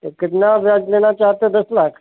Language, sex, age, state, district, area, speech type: Hindi, male, 30-45, Uttar Pradesh, Sitapur, rural, conversation